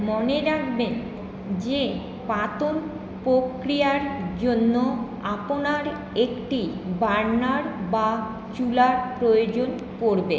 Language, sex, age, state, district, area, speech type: Bengali, female, 30-45, West Bengal, Paschim Bardhaman, urban, read